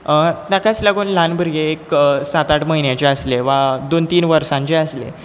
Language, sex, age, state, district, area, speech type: Goan Konkani, male, 18-30, Goa, Bardez, rural, spontaneous